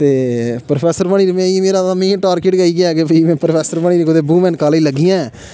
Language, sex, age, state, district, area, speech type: Dogri, male, 18-30, Jammu and Kashmir, Udhampur, rural, spontaneous